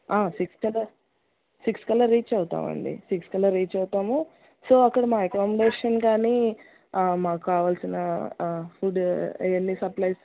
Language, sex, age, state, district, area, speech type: Telugu, female, 30-45, Andhra Pradesh, Bapatla, rural, conversation